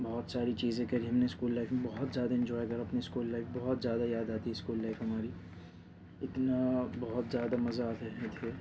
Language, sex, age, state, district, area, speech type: Urdu, male, 18-30, Delhi, Central Delhi, urban, spontaneous